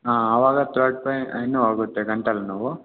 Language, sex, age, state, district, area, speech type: Kannada, male, 18-30, Karnataka, Chikkaballapur, rural, conversation